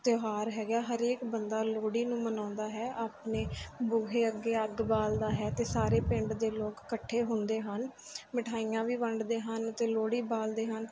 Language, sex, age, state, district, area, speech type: Punjabi, female, 18-30, Punjab, Mansa, urban, spontaneous